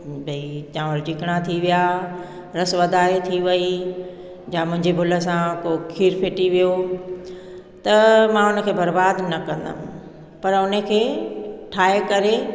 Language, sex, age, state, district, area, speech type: Sindhi, female, 45-60, Gujarat, Junagadh, urban, spontaneous